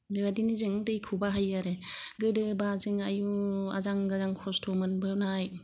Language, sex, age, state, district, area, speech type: Bodo, female, 45-60, Assam, Kokrajhar, rural, spontaneous